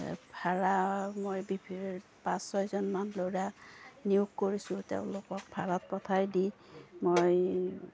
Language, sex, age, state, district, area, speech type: Assamese, female, 45-60, Assam, Darrang, rural, spontaneous